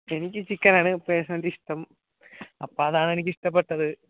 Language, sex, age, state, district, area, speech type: Malayalam, male, 18-30, Kerala, Kollam, rural, conversation